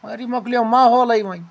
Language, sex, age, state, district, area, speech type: Kashmiri, male, 60+, Jammu and Kashmir, Anantnag, rural, spontaneous